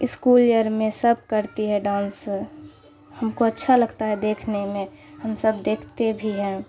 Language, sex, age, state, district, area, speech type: Urdu, female, 18-30, Bihar, Khagaria, rural, spontaneous